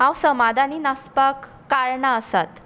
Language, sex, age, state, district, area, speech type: Goan Konkani, female, 18-30, Goa, Tiswadi, rural, spontaneous